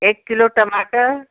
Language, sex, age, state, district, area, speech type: Hindi, female, 60+, Uttar Pradesh, Chandauli, urban, conversation